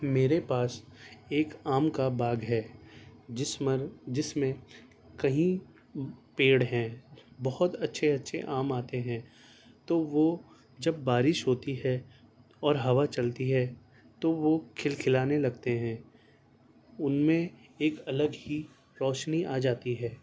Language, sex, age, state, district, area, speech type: Urdu, male, 18-30, Delhi, Central Delhi, urban, spontaneous